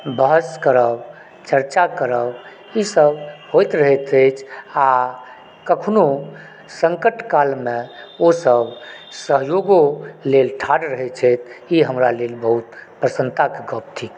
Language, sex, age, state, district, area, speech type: Maithili, male, 45-60, Bihar, Supaul, rural, spontaneous